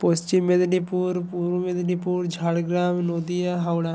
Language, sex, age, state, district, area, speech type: Bengali, male, 18-30, West Bengal, Purba Medinipur, rural, spontaneous